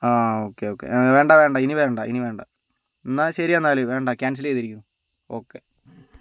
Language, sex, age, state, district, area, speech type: Malayalam, male, 60+, Kerala, Kozhikode, urban, spontaneous